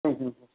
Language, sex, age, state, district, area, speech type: Odia, male, 45-60, Odisha, Ganjam, urban, conversation